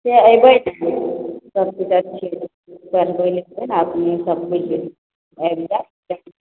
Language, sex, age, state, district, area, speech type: Maithili, female, 18-30, Bihar, Araria, rural, conversation